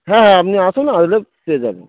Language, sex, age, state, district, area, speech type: Bengali, male, 30-45, West Bengal, Darjeeling, rural, conversation